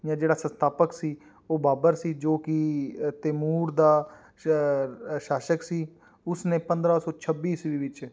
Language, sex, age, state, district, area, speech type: Punjabi, male, 18-30, Punjab, Fazilka, urban, spontaneous